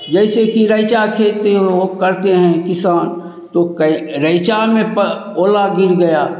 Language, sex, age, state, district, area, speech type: Hindi, male, 60+, Bihar, Begusarai, rural, spontaneous